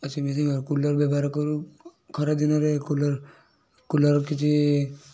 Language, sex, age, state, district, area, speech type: Odia, male, 30-45, Odisha, Kendujhar, urban, spontaneous